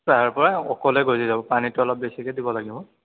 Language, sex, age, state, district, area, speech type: Assamese, male, 30-45, Assam, Biswanath, rural, conversation